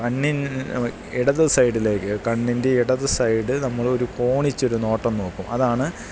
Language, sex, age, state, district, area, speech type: Malayalam, male, 30-45, Kerala, Idukki, rural, spontaneous